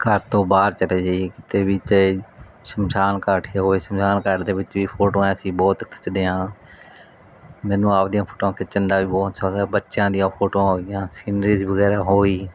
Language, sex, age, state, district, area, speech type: Punjabi, male, 30-45, Punjab, Mansa, urban, spontaneous